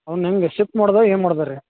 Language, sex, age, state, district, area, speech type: Kannada, male, 45-60, Karnataka, Belgaum, rural, conversation